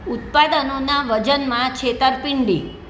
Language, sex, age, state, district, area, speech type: Gujarati, female, 60+, Gujarat, Surat, urban, read